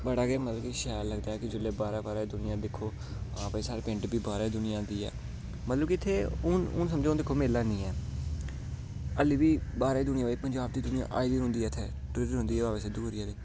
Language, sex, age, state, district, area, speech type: Dogri, male, 18-30, Jammu and Kashmir, Samba, rural, spontaneous